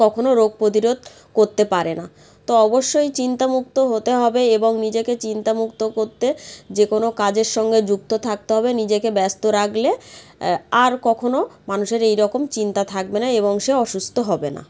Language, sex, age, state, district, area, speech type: Bengali, female, 30-45, West Bengal, South 24 Parganas, rural, spontaneous